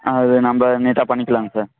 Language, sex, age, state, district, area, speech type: Tamil, male, 18-30, Tamil Nadu, Namakkal, rural, conversation